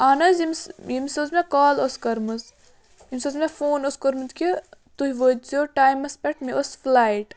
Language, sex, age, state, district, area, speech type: Kashmiri, female, 30-45, Jammu and Kashmir, Bandipora, rural, spontaneous